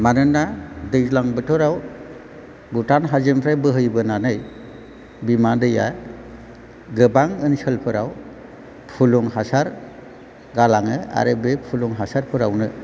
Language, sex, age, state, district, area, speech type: Bodo, male, 45-60, Assam, Chirang, urban, spontaneous